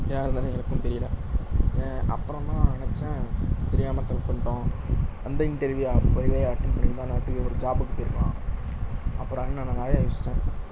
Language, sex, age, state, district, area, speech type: Tamil, male, 18-30, Tamil Nadu, Nagapattinam, rural, spontaneous